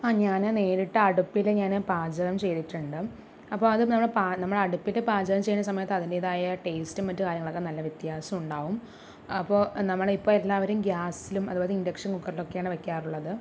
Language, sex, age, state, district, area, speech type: Malayalam, female, 30-45, Kerala, Palakkad, rural, spontaneous